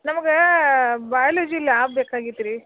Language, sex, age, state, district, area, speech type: Kannada, female, 60+, Karnataka, Belgaum, rural, conversation